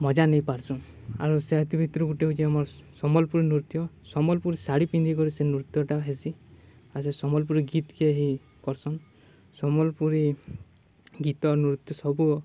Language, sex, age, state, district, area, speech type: Odia, male, 18-30, Odisha, Balangir, urban, spontaneous